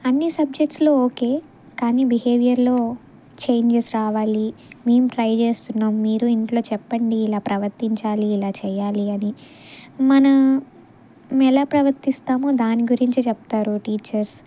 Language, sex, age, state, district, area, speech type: Telugu, female, 18-30, Andhra Pradesh, Bapatla, rural, spontaneous